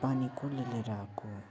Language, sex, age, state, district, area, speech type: Nepali, male, 60+, West Bengal, Kalimpong, rural, spontaneous